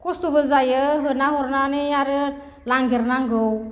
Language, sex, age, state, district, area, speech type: Bodo, female, 45-60, Assam, Baksa, rural, spontaneous